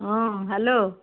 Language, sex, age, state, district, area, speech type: Odia, female, 60+, Odisha, Jharsuguda, rural, conversation